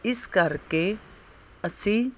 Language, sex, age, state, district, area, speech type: Punjabi, female, 30-45, Punjab, Fazilka, rural, spontaneous